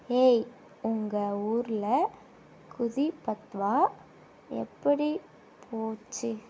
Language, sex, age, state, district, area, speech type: Tamil, female, 18-30, Tamil Nadu, Tirupattur, urban, read